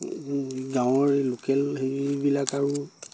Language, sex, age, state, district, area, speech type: Assamese, male, 60+, Assam, Dibrugarh, rural, spontaneous